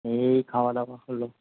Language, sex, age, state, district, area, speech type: Bengali, male, 18-30, West Bengal, Kolkata, urban, conversation